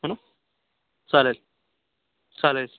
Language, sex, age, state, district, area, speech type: Marathi, male, 30-45, Maharashtra, Yavatmal, urban, conversation